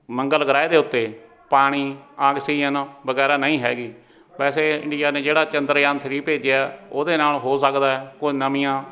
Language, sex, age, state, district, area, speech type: Punjabi, male, 45-60, Punjab, Fatehgarh Sahib, rural, spontaneous